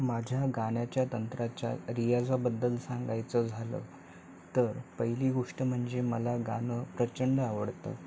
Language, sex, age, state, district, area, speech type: Marathi, male, 18-30, Maharashtra, Sindhudurg, rural, spontaneous